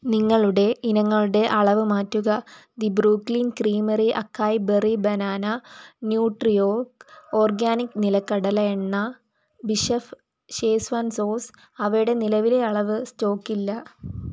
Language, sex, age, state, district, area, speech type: Malayalam, female, 18-30, Kerala, Kollam, rural, read